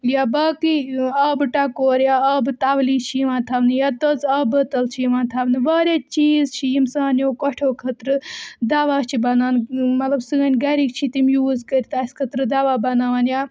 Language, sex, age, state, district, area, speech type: Kashmiri, female, 18-30, Jammu and Kashmir, Budgam, rural, spontaneous